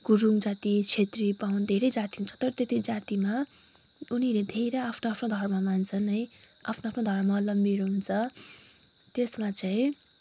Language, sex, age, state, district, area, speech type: Nepali, female, 18-30, West Bengal, Kalimpong, rural, spontaneous